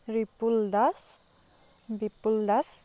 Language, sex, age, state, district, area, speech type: Assamese, female, 18-30, Assam, Biswanath, rural, spontaneous